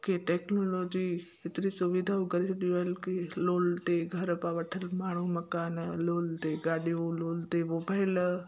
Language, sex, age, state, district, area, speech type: Sindhi, female, 30-45, Gujarat, Kutch, urban, spontaneous